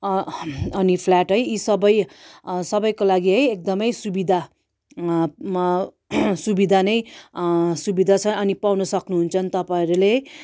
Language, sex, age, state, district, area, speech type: Nepali, female, 45-60, West Bengal, Darjeeling, rural, spontaneous